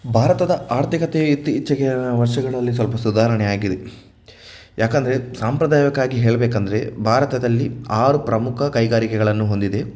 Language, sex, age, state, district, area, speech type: Kannada, male, 18-30, Karnataka, Shimoga, rural, spontaneous